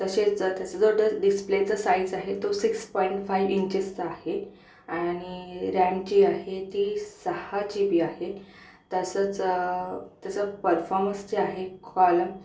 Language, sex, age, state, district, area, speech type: Marathi, female, 30-45, Maharashtra, Akola, urban, spontaneous